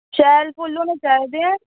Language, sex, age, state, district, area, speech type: Dogri, female, 18-30, Jammu and Kashmir, Samba, urban, conversation